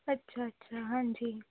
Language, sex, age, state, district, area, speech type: Punjabi, female, 18-30, Punjab, Faridkot, urban, conversation